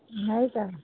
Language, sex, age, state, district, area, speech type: Marathi, female, 30-45, Maharashtra, Washim, rural, conversation